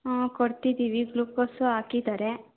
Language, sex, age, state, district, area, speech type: Kannada, female, 18-30, Karnataka, Chitradurga, rural, conversation